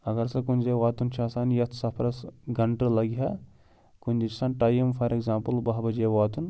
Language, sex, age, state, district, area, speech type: Kashmiri, male, 18-30, Jammu and Kashmir, Pulwama, rural, spontaneous